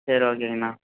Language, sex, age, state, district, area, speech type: Tamil, male, 18-30, Tamil Nadu, Coimbatore, urban, conversation